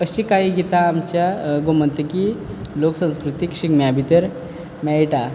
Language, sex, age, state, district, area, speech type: Goan Konkani, male, 18-30, Goa, Quepem, rural, spontaneous